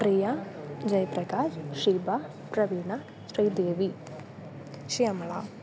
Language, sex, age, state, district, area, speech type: Sanskrit, female, 18-30, Kerala, Malappuram, rural, spontaneous